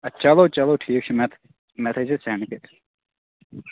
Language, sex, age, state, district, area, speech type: Kashmiri, male, 30-45, Jammu and Kashmir, Bandipora, rural, conversation